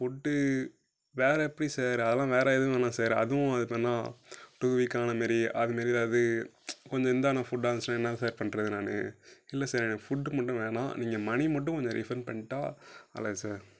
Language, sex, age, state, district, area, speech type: Tamil, male, 18-30, Tamil Nadu, Nagapattinam, urban, spontaneous